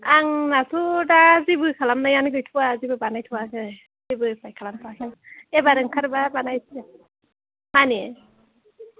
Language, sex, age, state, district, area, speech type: Bodo, female, 30-45, Assam, Chirang, urban, conversation